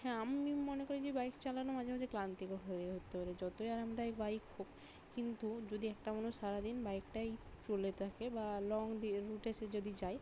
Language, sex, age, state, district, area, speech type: Bengali, female, 30-45, West Bengal, Bankura, urban, spontaneous